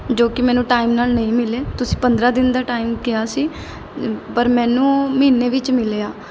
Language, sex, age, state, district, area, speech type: Punjabi, female, 18-30, Punjab, Mohali, urban, spontaneous